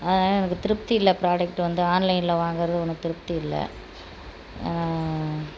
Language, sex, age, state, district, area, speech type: Tamil, female, 45-60, Tamil Nadu, Tiruchirappalli, rural, spontaneous